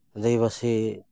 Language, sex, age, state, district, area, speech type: Santali, male, 60+, West Bengal, Paschim Bardhaman, rural, spontaneous